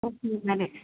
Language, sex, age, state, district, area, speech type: Telugu, female, 30-45, Telangana, Komaram Bheem, urban, conversation